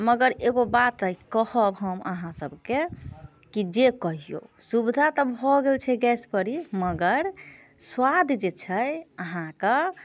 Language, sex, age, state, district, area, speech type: Maithili, female, 18-30, Bihar, Muzaffarpur, rural, spontaneous